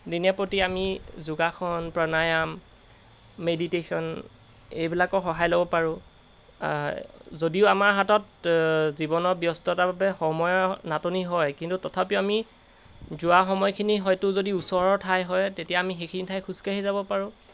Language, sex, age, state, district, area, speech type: Assamese, male, 18-30, Assam, Golaghat, urban, spontaneous